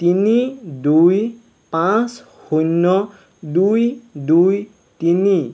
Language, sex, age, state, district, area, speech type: Assamese, male, 30-45, Assam, Golaghat, urban, read